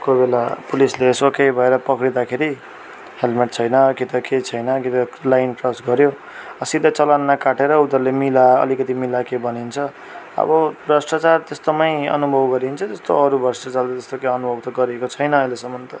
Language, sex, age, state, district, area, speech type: Nepali, male, 30-45, West Bengal, Darjeeling, rural, spontaneous